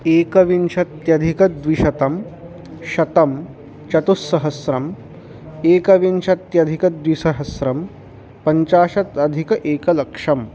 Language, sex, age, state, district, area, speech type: Sanskrit, male, 18-30, Maharashtra, Chandrapur, urban, spontaneous